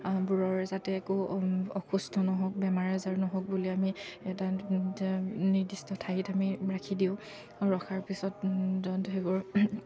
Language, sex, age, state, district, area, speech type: Assamese, female, 30-45, Assam, Charaideo, urban, spontaneous